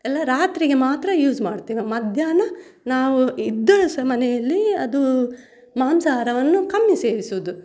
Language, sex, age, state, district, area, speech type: Kannada, female, 45-60, Karnataka, Udupi, rural, spontaneous